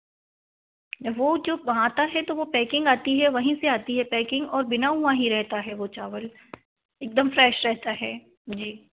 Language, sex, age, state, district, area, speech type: Hindi, female, 30-45, Madhya Pradesh, Betul, urban, conversation